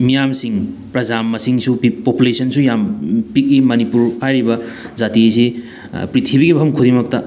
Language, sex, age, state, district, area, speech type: Manipuri, male, 30-45, Manipur, Thoubal, rural, spontaneous